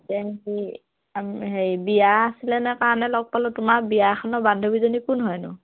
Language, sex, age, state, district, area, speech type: Assamese, female, 18-30, Assam, Lakhimpur, rural, conversation